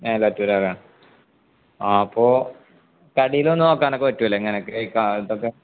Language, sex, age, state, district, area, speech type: Malayalam, male, 18-30, Kerala, Malappuram, rural, conversation